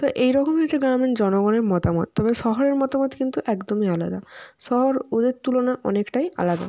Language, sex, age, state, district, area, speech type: Bengali, female, 18-30, West Bengal, Jalpaiguri, rural, spontaneous